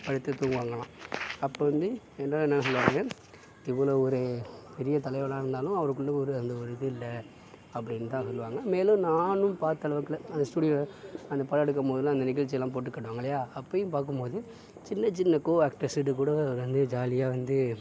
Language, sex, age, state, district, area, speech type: Tamil, male, 60+, Tamil Nadu, Sivaganga, urban, spontaneous